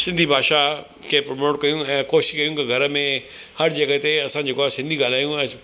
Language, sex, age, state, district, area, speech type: Sindhi, male, 60+, Delhi, South Delhi, urban, spontaneous